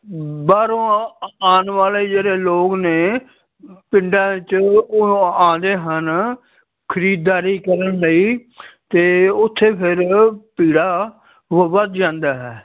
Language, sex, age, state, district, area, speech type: Punjabi, male, 60+, Punjab, Fazilka, rural, conversation